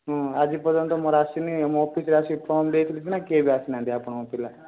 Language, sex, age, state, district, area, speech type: Odia, male, 18-30, Odisha, Rayagada, urban, conversation